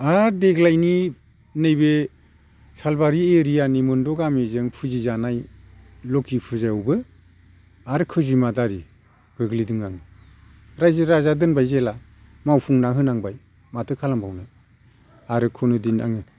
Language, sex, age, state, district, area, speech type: Bodo, male, 60+, Assam, Chirang, rural, spontaneous